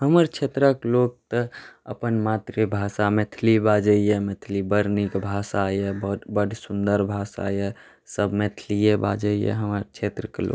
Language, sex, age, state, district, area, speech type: Maithili, other, 18-30, Bihar, Saharsa, rural, spontaneous